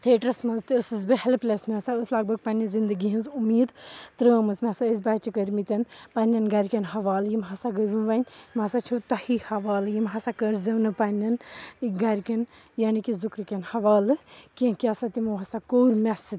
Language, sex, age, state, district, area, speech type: Kashmiri, female, 18-30, Jammu and Kashmir, Srinagar, rural, spontaneous